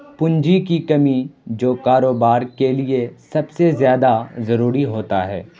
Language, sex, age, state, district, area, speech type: Urdu, male, 18-30, Bihar, Purnia, rural, spontaneous